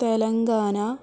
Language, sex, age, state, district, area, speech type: Sanskrit, female, 18-30, Kerala, Thrissur, rural, spontaneous